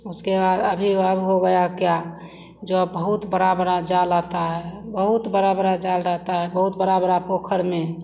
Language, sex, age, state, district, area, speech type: Hindi, female, 45-60, Bihar, Begusarai, rural, spontaneous